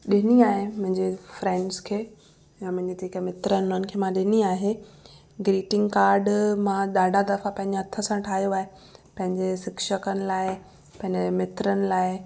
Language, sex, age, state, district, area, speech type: Sindhi, female, 18-30, Gujarat, Kutch, rural, spontaneous